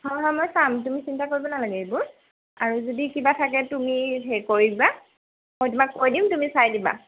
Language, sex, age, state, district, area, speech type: Assamese, female, 18-30, Assam, Golaghat, urban, conversation